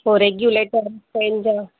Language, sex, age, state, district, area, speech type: Sindhi, female, 30-45, Gujarat, Junagadh, urban, conversation